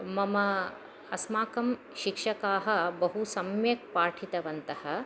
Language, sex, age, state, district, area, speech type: Sanskrit, female, 45-60, Karnataka, Chamarajanagar, rural, spontaneous